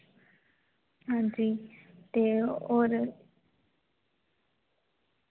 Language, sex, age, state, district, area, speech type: Dogri, female, 18-30, Jammu and Kashmir, Samba, rural, conversation